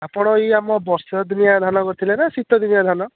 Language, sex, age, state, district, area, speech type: Odia, male, 18-30, Odisha, Puri, urban, conversation